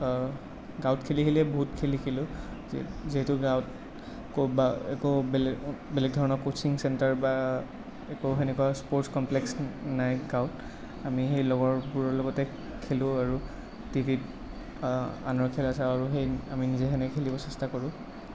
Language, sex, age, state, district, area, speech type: Assamese, male, 18-30, Assam, Nalbari, rural, spontaneous